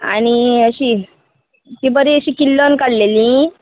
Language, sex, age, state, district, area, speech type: Goan Konkani, female, 30-45, Goa, Murmgao, rural, conversation